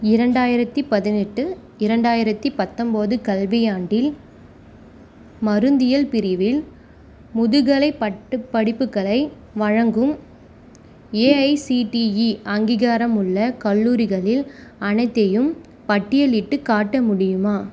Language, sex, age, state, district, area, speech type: Tamil, female, 45-60, Tamil Nadu, Sivaganga, rural, read